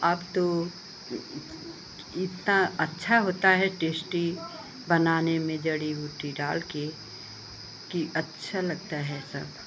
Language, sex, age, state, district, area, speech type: Hindi, female, 60+, Uttar Pradesh, Pratapgarh, urban, spontaneous